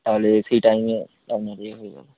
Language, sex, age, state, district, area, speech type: Bengali, male, 18-30, West Bengal, Darjeeling, urban, conversation